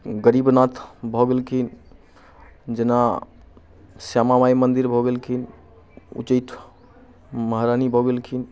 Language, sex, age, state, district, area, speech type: Maithili, male, 30-45, Bihar, Muzaffarpur, rural, spontaneous